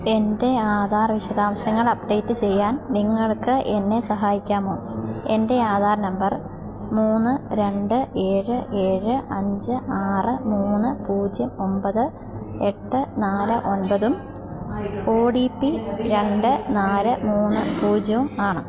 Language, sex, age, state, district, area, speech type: Malayalam, female, 18-30, Kerala, Idukki, rural, read